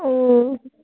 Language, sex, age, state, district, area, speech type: Kannada, female, 18-30, Karnataka, Gulbarga, urban, conversation